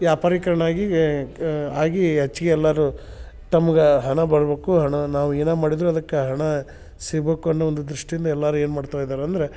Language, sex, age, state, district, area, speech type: Kannada, male, 45-60, Karnataka, Dharwad, rural, spontaneous